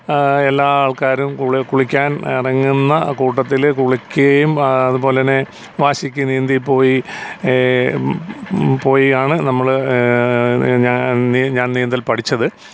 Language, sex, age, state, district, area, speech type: Malayalam, male, 45-60, Kerala, Alappuzha, rural, spontaneous